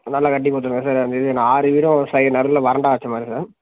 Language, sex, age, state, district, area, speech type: Tamil, male, 18-30, Tamil Nadu, Thanjavur, rural, conversation